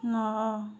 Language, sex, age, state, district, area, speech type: Odia, female, 30-45, Odisha, Kendujhar, urban, read